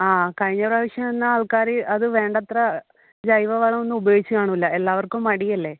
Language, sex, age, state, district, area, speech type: Malayalam, female, 18-30, Kerala, Kannur, rural, conversation